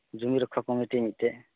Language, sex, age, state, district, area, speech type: Santali, male, 18-30, West Bengal, Uttar Dinajpur, rural, conversation